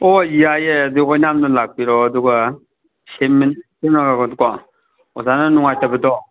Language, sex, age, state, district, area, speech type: Manipuri, male, 45-60, Manipur, Kangpokpi, urban, conversation